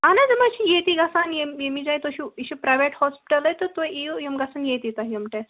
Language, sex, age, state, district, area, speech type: Kashmiri, female, 18-30, Jammu and Kashmir, Baramulla, rural, conversation